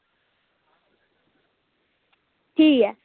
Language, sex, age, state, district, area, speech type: Dogri, male, 18-30, Jammu and Kashmir, Reasi, rural, conversation